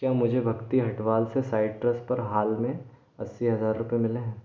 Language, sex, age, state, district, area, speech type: Hindi, male, 18-30, Madhya Pradesh, Bhopal, urban, read